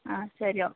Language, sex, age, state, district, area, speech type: Kannada, female, 18-30, Karnataka, Tumkur, urban, conversation